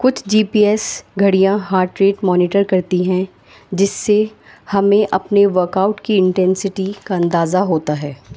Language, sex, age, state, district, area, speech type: Urdu, female, 30-45, Delhi, North East Delhi, urban, spontaneous